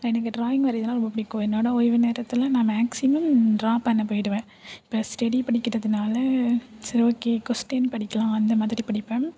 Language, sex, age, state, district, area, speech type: Tamil, female, 18-30, Tamil Nadu, Thanjavur, urban, spontaneous